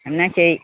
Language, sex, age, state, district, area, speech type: Malayalam, female, 45-60, Kerala, Pathanamthitta, rural, conversation